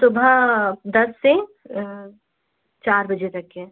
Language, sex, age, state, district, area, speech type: Hindi, female, 18-30, Madhya Pradesh, Chhindwara, urban, conversation